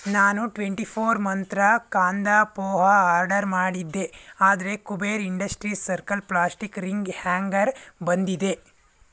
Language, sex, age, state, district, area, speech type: Kannada, male, 45-60, Karnataka, Tumkur, rural, read